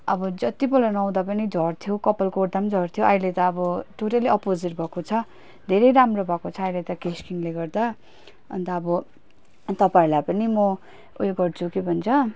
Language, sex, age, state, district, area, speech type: Nepali, female, 18-30, West Bengal, Darjeeling, rural, spontaneous